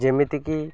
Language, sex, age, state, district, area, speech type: Odia, male, 45-60, Odisha, Koraput, urban, spontaneous